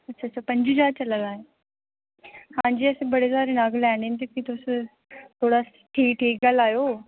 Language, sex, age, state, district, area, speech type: Dogri, female, 18-30, Jammu and Kashmir, Reasi, rural, conversation